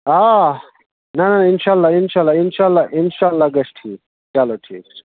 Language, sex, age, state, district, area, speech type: Kashmiri, male, 30-45, Jammu and Kashmir, Budgam, rural, conversation